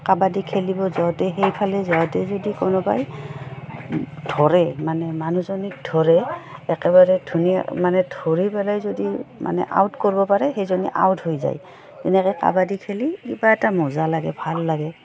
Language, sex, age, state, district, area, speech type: Assamese, female, 45-60, Assam, Udalguri, rural, spontaneous